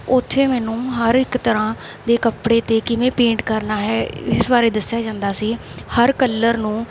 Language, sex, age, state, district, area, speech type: Punjabi, female, 18-30, Punjab, Mansa, rural, spontaneous